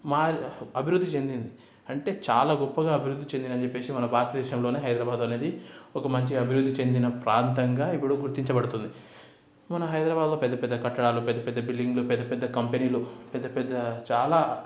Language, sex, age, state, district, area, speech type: Telugu, male, 30-45, Telangana, Hyderabad, rural, spontaneous